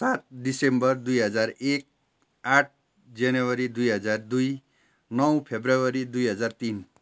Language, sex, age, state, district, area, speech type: Nepali, male, 60+, West Bengal, Darjeeling, rural, spontaneous